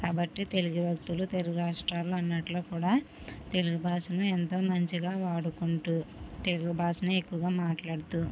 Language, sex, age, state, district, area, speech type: Telugu, female, 60+, Andhra Pradesh, Kakinada, rural, spontaneous